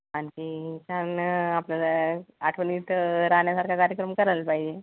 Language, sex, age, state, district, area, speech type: Marathi, female, 45-60, Maharashtra, Nagpur, urban, conversation